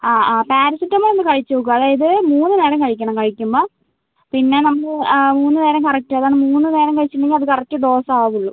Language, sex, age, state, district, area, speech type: Malayalam, female, 45-60, Kerala, Wayanad, rural, conversation